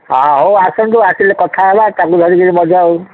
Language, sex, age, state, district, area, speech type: Odia, male, 60+, Odisha, Gajapati, rural, conversation